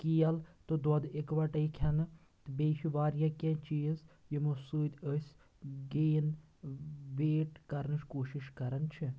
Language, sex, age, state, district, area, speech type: Kashmiri, male, 18-30, Jammu and Kashmir, Anantnag, rural, spontaneous